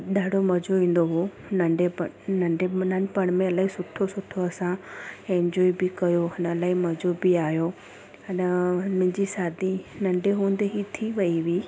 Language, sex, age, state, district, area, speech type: Sindhi, female, 30-45, Gujarat, Surat, urban, spontaneous